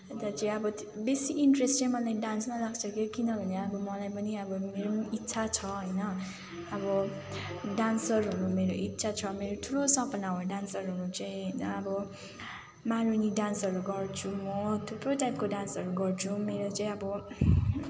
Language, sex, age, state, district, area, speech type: Nepali, female, 18-30, West Bengal, Kalimpong, rural, spontaneous